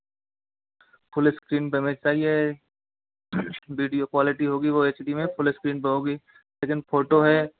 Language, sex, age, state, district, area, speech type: Hindi, male, 30-45, Rajasthan, Karauli, rural, conversation